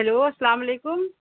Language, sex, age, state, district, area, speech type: Urdu, female, 45-60, Uttar Pradesh, Rampur, urban, conversation